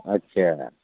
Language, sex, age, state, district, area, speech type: Hindi, male, 60+, Uttar Pradesh, Bhadohi, rural, conversation